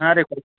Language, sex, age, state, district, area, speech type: Kannada, male, 18-30, Karnataka, Bidar, urban, conversation